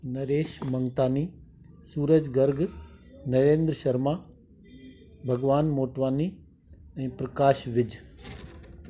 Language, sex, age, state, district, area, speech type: Sindhi, male, 60+, Delhi, South Delhi, urban, spontaneous